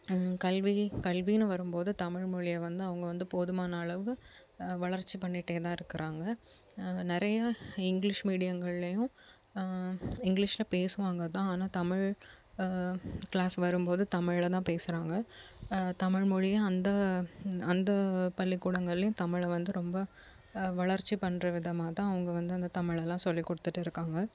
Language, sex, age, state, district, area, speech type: Tamil, female, 18-30, Tamil Nadu, Kanyakumari, urban, spontaneous